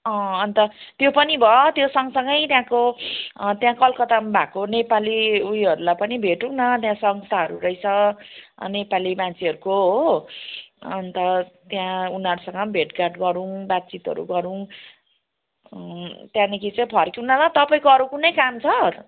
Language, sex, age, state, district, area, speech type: Nepali, female, 45-60, West Bengal, Jalpaiguri, urban, conversation